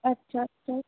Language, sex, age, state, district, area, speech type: Bengali, female, 18-30, West Bengal, Kolkata, urban, conversation